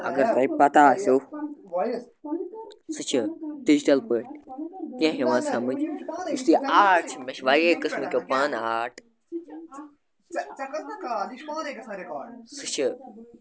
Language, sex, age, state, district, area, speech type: Kashmiri, male, 30-45, Jammu and Kashmir, Bandipora, rural, spontaneous